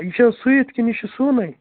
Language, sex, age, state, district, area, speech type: Kashmiri, male, 18-30, Jammu and Kashmir, Kupwara, rural, conversation